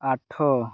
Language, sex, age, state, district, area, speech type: Odia, male, 18-30, Odisha, Koraput, urban, read